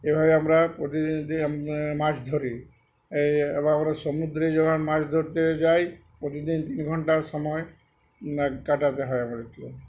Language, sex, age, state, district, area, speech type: Bengali, male, 60+, West Bengal, Uttar Dinajpur, urban, spontaneous